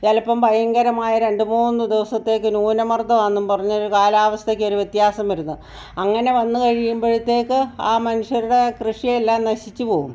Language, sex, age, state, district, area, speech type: Malayalam, female, 60+, Kerala, Kottayam, rural, spontaneous